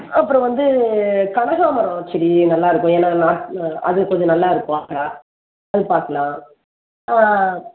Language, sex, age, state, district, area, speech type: Tamil, female, 60+, Tamil Nadu, Thanjavur, urban, conversation